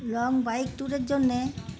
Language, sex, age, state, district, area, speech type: Bengali, female, 60+, West Bengal, Uttar Dinajpur, urban, spontaneous